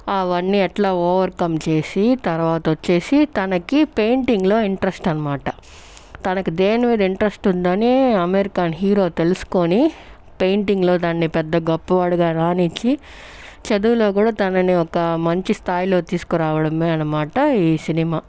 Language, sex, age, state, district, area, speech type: Telugu, female, 60+, Andhra Pradesh, Chittoor, urban, spontaneous